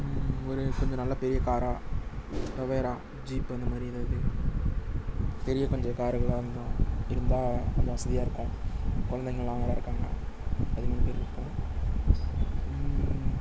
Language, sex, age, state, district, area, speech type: Tamil, male, 18-30, Tamil Nadu, Nagapattinam, rural, spontaneous